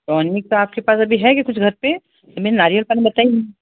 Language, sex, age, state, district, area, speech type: Hindi, female, 60+, Madhya Pradesh, Betul, urban, conversation